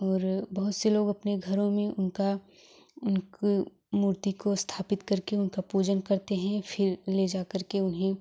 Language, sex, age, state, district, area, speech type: Hindi, female, 18-30, Uttar Pradesh, Jaunpur, urban, spontaneous